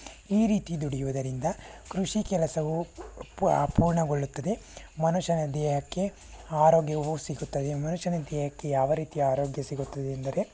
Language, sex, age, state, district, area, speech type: Kannada, male, 18-30, Karnataka, Tumkur, rural, spontaneous